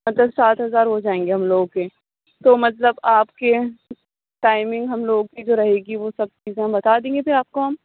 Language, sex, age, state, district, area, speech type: Urdu, female, 18-30, Uttar Pradesh, Aligarh, urban, conversation